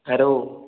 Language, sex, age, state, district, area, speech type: Hindi, male, 18-30, Madhya Pradesh, Balaghat, rural, conversation